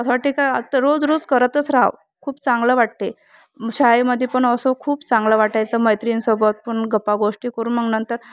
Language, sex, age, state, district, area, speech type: Marathi, female, 30-45, Maharashtra, Thane, urban, spontaneous